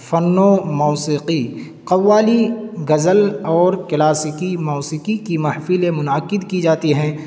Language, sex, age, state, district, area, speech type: Urdu, male, 18-30, Uttar Pradesh, Siddharthnagar, rural, spontaneous